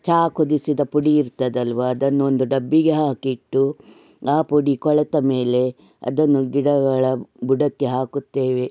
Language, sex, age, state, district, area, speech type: Kannada, female, 60+, Karnataka, Udupi, rural, spontaneous